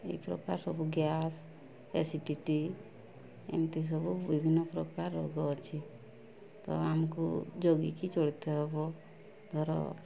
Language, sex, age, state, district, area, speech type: Odia, female, 45-60, Odisha, Mayurbhanj, rural, spontaneous